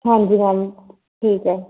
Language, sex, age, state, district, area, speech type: Punjabi, female, 18-30, Punjab, Fazilka, rural, conversation